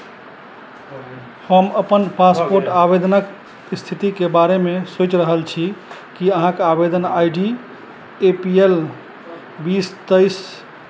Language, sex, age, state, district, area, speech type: Maithili, male, 30-45, Bihar, Madhubani, rural, read